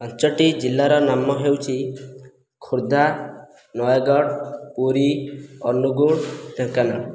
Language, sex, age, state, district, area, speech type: Odia, male, 18-30, Odisha, Khordha, rural, spontaneous